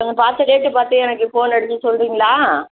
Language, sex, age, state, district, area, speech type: Tamil, female, 60+, Tamil Nadu, Virudhunagar, rural, conversation